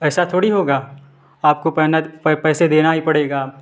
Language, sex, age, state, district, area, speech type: Hindi, male, 18-30, Uttar Pradesh, Prayagraj, urban, spontaneous